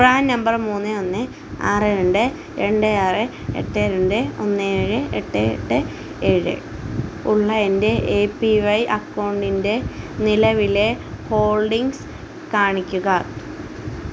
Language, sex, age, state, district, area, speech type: Malayalam, female, 18-30, Kerala, Alappuzha, rural, read